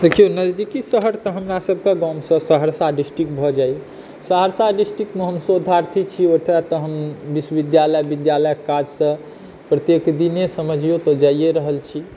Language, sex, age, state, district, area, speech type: Maithili, male, 60+, Bihar, Saharsa, urban, spontaneous